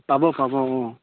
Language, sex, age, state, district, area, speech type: Assamese, male, 18-30, Assam, Sivasagar, rural, conversation